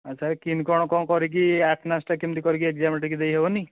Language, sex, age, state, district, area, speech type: Odia, male, 18-30, Odisha, Nayagarh, rural, conversation